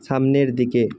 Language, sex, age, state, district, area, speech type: Bengali, male, 18-30, West Bengal, Purba Medinipur, rural, read